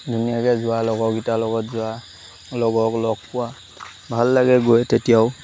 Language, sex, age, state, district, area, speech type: Assamese, male, 18-30, Assam, Lakhimpur, rural, spontaneous